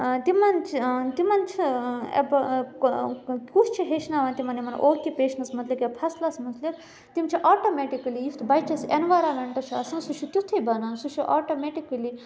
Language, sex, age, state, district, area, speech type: Kashmiri, female, 30-45, Jammu and Kashmir, Budgam, rural, spontaneous